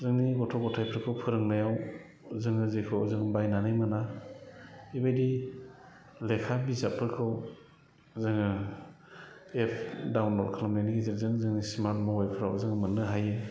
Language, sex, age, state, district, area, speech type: Bodo, male, 45-60, Assam, Chirang, rural, spontaneous